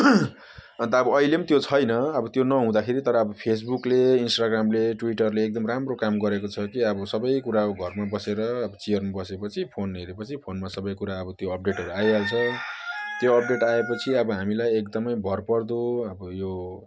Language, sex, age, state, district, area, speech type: Nepali, male, 30-45, West Bengal, Jalpaiguri, urban, spontaneous